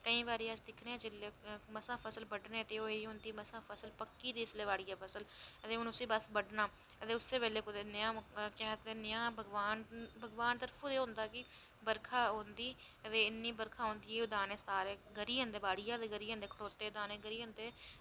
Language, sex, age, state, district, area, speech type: Dogri, female, 18-30, Jammu and Kashmir, Reasi, rural, spontaneous